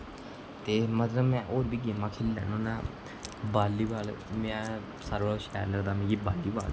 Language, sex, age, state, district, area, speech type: Dogri, male, 18-30, Jammu and Kashmir, Kathua, rural, spontaneous